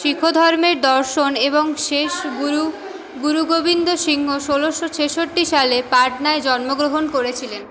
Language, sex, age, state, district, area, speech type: Bengali, female, 18-30, West Bengal, Purba Bardhaman, urban, read